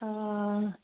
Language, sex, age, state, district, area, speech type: Hindi, female, 60+, Bihar, Madhepura, rural, conversation